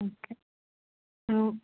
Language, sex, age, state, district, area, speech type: Malayalam, female, 30-45, Kerala, Kasaragod, rural, conversation